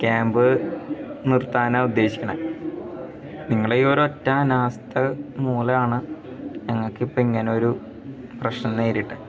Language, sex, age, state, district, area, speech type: Malayalam, male, 18-30, Kerala, Thrissur, rural, spontaneous